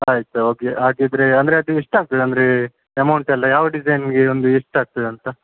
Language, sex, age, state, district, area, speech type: Kannada, male, 18-30, Karnataka, Tumkur, urban, conversation